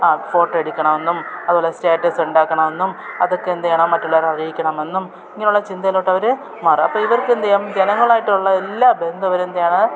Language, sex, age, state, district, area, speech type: Malayalam, female, 30-45, Kerala, Thiruvananthapuram, urban, spontaneous